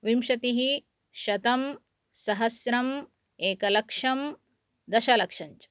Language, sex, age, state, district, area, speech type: Sanskrit, female, 30-45, Karnataka, Udupi, urban, spontaneous